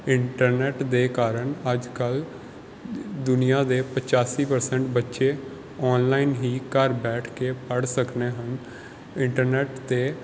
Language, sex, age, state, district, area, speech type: Punjabi, male, 18-30, Punjab, Pathankot, urban, spontaneous